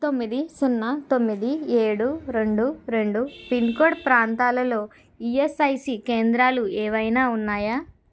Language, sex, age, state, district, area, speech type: Telugu, female, 30-45, Andhra Pradesh, Kakinada, rural, read